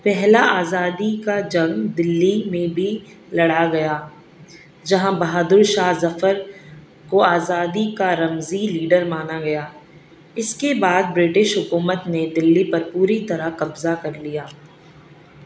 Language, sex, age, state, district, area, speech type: Urdu, female, 30-45, Delhi, South Delhi, urban, spontaneous